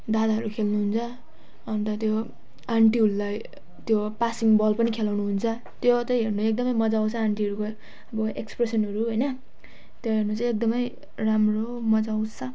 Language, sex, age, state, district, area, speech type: Nepali, female, 18-30, West Bengal, Jalpaiguri, urban, spontaneous